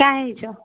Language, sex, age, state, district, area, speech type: Odia, female, 18-30, Odisha, Subarnapur, urban, conversation